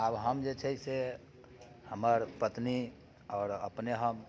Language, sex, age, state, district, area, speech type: Maithili, male, 45-60, Bihar, Muzaffarpur, urban, spontaneous